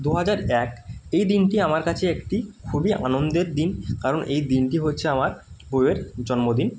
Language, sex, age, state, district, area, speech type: Bengali, male, 30-45, West Bengal, North 24 Parganas, rural, spontaneous